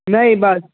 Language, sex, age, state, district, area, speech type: Urdu, male, 18-30, Maharashtra, Nashik, urban, conversation